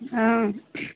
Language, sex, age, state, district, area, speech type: Maithili, female, 30-45, Bihar, Araria, rural, conversation